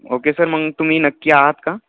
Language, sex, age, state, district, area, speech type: Marathi, male, 18-30, Maharashtra, Ahmednagar, urban, conversation